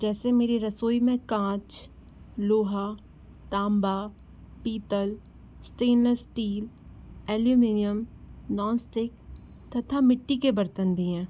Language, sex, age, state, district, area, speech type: Hindi, female, 18-30, Madhya Pradesh, Bhopal, urban, spontaneous